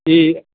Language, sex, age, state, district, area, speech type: Malayalam, male, 45-60, Kerala, Alappuzha, urban, conversation